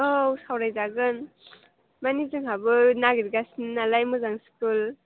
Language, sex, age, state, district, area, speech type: Bodo, female, 18-30, Assam, Chirang, rural, conversation